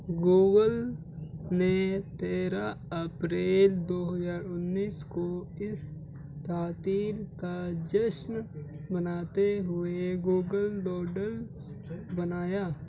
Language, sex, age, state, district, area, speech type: Urdu, male, 30-45, Delhi, Central Delhi, urban, read